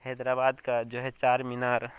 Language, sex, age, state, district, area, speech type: Urdu, male, 18-30, Bihar, Darbhanga, rural, spontaneous